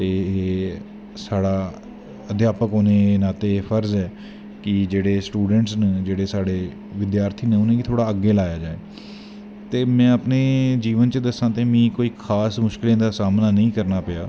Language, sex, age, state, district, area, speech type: Dogri, male, 30-45, Jammu and Kashmir, Udhampur, rural, spontaneous